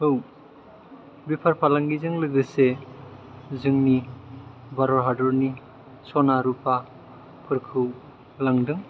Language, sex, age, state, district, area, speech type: Bodo, male, 18-30, Assam, Chirang, urban, spontaneous